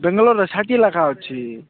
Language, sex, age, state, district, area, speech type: Odia, male, 18-30, Odisha, Nabarangpur, urban, conversation